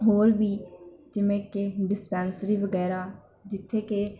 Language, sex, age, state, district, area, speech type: Punjabi, female, 18-30, Punjab, Barnala, urban, spontaneous